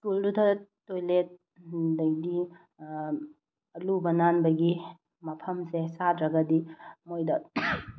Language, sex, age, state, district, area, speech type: Manipuri, female, 30-45, Manipur, Bishnupur, rural, spontaneous